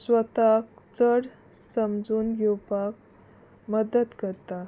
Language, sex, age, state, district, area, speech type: Goan Konkani, female, 30-45, Goa, Salcete, rural, spontaneous